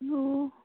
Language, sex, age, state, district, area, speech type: Manipuri, female, 30-45, Manipur, Kangpokpi, rural, conversation